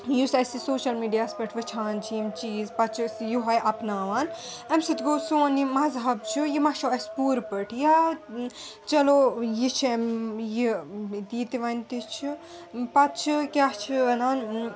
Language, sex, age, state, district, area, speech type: Kashmiri, female, 18-30, Jammu and Kashmir, Srinagar, urban, spontaneous